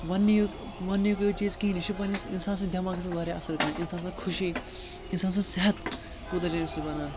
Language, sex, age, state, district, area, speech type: Kashmiri, male, 18-30, Jammu and Kashmir, Srinagar, rural, spontaneous